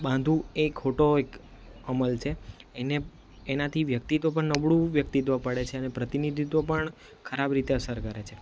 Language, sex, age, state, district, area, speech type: Gujarati, male, 18-30, Gujarat, Valsad, urban, spontaneous